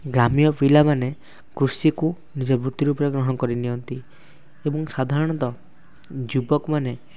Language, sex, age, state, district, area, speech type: Odia, male, 18-30, Odisha, Kendrapara, urban, spontaneous